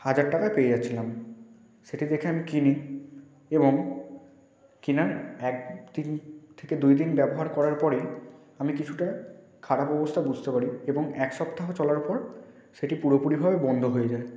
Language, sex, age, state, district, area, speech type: Bengali, male, 18-30, West Bengal, Hooghly, urban, spontaneous